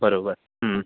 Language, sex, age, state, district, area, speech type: Marathi, male, 30-45, Maharashtra, Yavatmal, urban, conversation